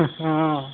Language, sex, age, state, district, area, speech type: Assamese, male, 60+, Assam, Golaghat, rural, conversation